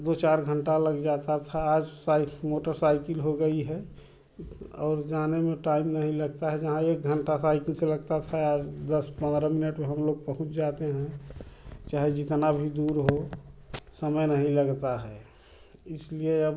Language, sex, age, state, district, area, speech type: Hindi, male, 30-45, Uttar Pradesh, Prayagraj, rural, spontaneous